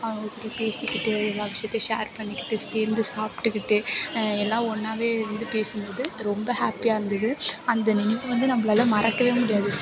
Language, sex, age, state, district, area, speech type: Tamil, female, 18-30, Tamil Nadu, Mayiladuthurai, urban, spontaneous